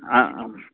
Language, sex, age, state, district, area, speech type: Tamil, male, 45-60, Tamil Nadu, Krishnagiri, rural, conversation